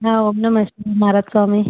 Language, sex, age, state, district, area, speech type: Sindhi, female, 30-45, Gujarat, Surat, urban, conversation